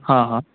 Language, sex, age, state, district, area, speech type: Sindhi, male, 18-30, Maharashtra, Thane, urban, conversation